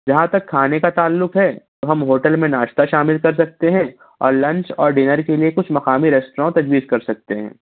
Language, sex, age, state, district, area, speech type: Urdu, male, 60+, Maharashtra, Nashik, urban, conversation